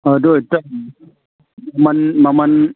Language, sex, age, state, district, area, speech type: Manipuri, male, 45-60, Manipur, Kangpokpi, urban, conversation